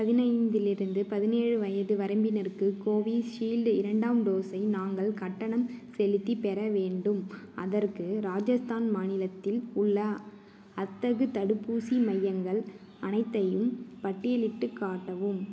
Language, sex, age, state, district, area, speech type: Tamil, female, 18-30, Tamil Nadu, Ariyalur, rural, read